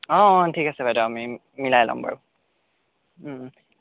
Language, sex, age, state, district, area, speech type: Assamese, male, 18-30, Assam, Sonitpur, rural, conversation